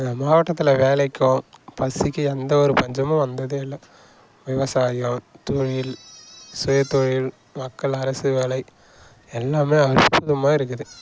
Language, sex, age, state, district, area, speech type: Tamil, male, 18-30, Tamil Nadu, Kallakurichi, rural, spontaneous